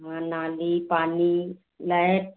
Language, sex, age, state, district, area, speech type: Hindi, female, 60+, Uttar Pradesh, Hardoi, rural, conversation